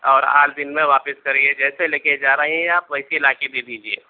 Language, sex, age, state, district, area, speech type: Urdu, male, 45-60, Telangana, Hyderabad, urban, conversation